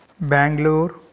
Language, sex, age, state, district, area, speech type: Sanskrit, male, 45-60, Karnataka, Davanagere, rural, spontaneous